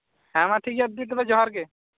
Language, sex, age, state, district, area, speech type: Santali, male, 18-30, Jharkhand, Pakur, rural, conversation